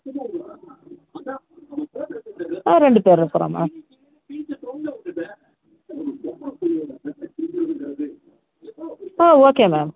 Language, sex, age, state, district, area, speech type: Tamil, female, 60+, Tamil Nadu, Tenkasi, urban, conversation